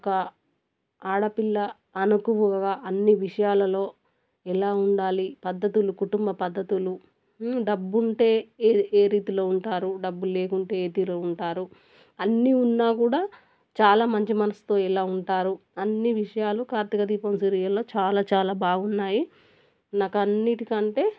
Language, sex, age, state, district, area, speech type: Telugu, female, 30-45, Telangana, Warangal, rural, spontaneous